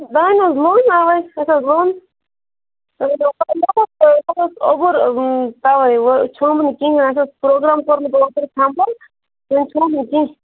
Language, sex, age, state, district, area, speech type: Kashmiri, female, 30-45, Jammu and Kashmir, Bandipora, rural, conversation